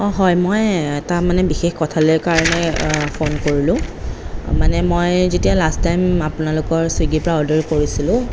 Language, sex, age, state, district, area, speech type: Assamese, female, 30-45, Assam, Kamrup Metropolitan, urban, spontaneous